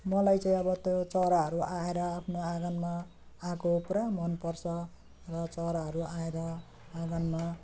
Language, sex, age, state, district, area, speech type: Nepali, female, 60+, West Bengal, Jalpaiguri, rural, spontaneous